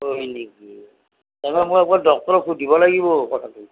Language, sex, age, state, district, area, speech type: Assamese, male, 45-60, Assam, Nalbari, rural, conversation